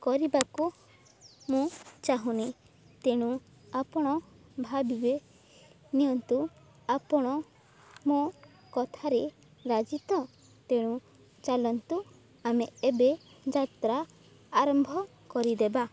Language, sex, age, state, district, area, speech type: Odia, female, 18-30, Odisha, Balangir, urban, spontaneous